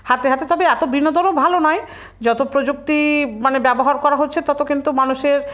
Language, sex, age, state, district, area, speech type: Bengali, female, 30-45, West Bengal, Murshidabad, rural, spontaneous